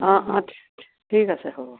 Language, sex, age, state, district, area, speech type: Assamese, female, 60+, Assam, Kamrup Metropolitan, rural, conversation